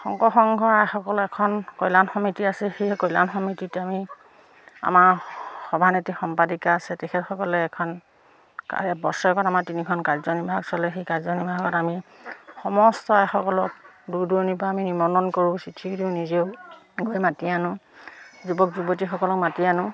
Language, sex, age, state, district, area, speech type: Assamese, female, 60+, Assam, Majuli, urban, spontaneous